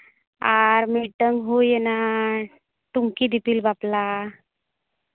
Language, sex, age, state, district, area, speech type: Santali, female, 30-45, Jharkhand, Seraikela Kharsawan, rural, conversation